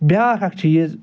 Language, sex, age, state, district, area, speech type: Kashmiri, male, 60+, Jammu and Kashmir, Srinagar, urban, spontaneous